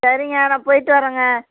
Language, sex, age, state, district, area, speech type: Tamil, female, 45-60, Tamil Nadu, Thanjavur, rural, conversation